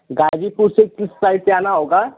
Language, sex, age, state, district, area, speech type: Hindi, male, 18-30, Uttar Pradesh, Ghazipur, urban, conversation